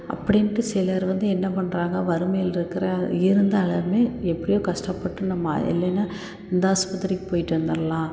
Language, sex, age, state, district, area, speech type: Tamil, female, 45-60, Tamil Nadu, Tiruppur, rural, spontaneous